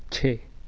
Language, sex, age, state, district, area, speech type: Urdu, male, 18-30, Uttar Pradesh, Ghaziabad, urban, read